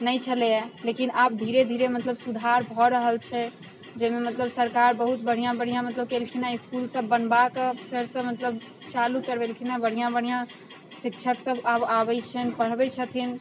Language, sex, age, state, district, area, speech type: Maithili, female, 30-45, Bihar, Sitamarhi, rural, spontaneous